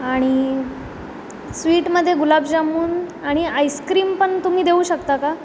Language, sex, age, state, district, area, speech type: Marathi, female, 30-45, Maharashtra, Mumbai Suburban, urban, spontaneous